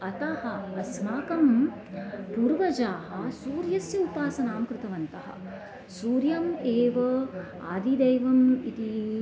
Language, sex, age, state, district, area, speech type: Sanskrit, female, 45-60, Maharashtra, Nashik, rural, spontaneous